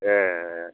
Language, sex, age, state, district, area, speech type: Bodo, male, 60+, Assam, Chirang, rural, conversation